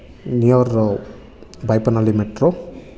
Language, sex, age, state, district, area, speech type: Kannada, male, 30-45, Karnataka, Bangalore Urban, urban, spontaneous